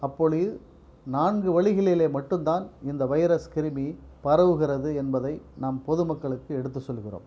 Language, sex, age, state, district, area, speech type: Tamil, male, 45-60, Tamil Nadu, Perambalur, urban, spontaneous